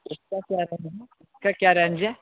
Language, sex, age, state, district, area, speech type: Hindi, male, 18-30, Bihar, Darbhanga, rural, conversation